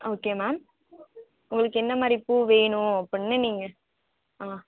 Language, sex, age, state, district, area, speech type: Tamil, female, 18-30, Tamil Nadu, Thanjavur, rural, conversation